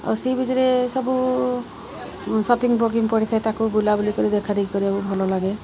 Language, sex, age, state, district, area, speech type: Odia, female, 45-60, Odisha, Rayagada, rural, spontaneous